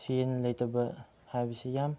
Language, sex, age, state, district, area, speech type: Manipuri, male, 18-30, Manipur, Chandel, rural, spontaneous